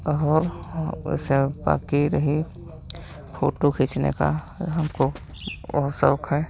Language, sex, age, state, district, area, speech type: Hindi, male, 30-45, Uttar Pradesh, Hardoi, rural, spontaneous